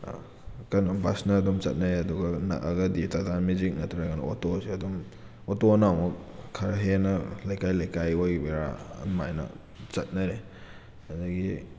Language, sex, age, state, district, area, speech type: Manipuri, male, 18-30, Manipur, Kakching, rural, spontaneous